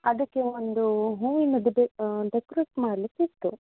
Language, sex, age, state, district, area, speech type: Kannada, female, 30-45, Karnataka, Udupi, rural, conversation